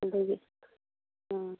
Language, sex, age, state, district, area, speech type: Manipuri, female, 45-60, Manipur, Churachandpur, urban, conversation